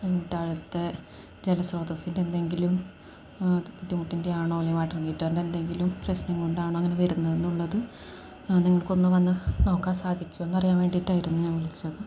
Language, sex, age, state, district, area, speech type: Malayalam, female, 18-30, Kerala, Palakkad, rural, spontaneous